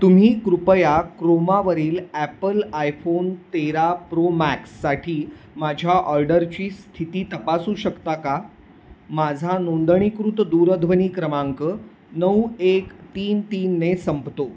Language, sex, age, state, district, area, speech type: Marathi, male, 30-45, Maharashtra, Sangli, urban, read